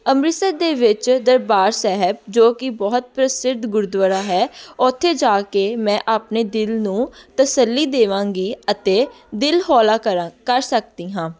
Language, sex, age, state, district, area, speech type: Punjabi, female, 18-30, Punjab, Amritsar, urban, spontaneous